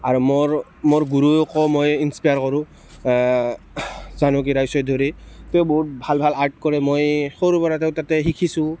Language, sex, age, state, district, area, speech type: Assamese, male, 18-30, Assam, Biswanath, rural, spontaneous